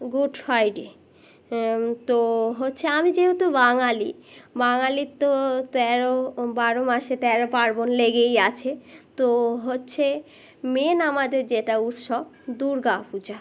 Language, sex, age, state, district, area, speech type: Bengali, female, 18-30, West Bengal, Birbhum, urban, spontaneous